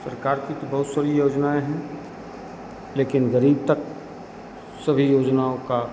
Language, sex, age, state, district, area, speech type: Hindi, male, 60+, Bihar, Begusarai, rural, spontaneous